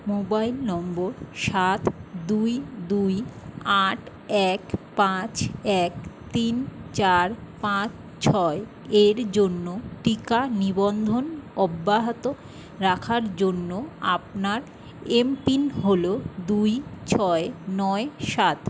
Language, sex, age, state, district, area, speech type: Bengali, female, 60+, West Bengal, Jhargram, rural, read